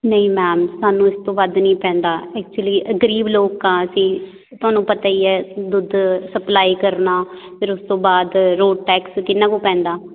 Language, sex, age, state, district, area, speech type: Punjabi, female, 18-30, Punjab, Patiala, urban, conversation